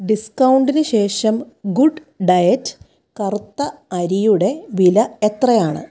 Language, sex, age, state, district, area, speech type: Malayalam, female, 30-45, Kerala, Kottayam, rural, read